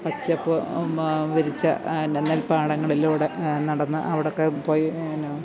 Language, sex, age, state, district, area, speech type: Malayalam, female, 60+, Kerala, Pathanamthitta, rural, spontaneous